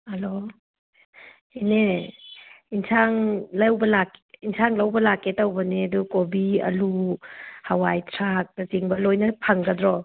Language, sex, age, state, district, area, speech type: Manipuri, female, 30-45, Manipur, Tengnoupal, rural, conversation